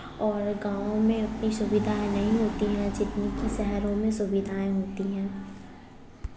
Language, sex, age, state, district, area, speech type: Hindi, female, 18-30, Madhya Pradesh, Hoshangabad, urban, spontaneous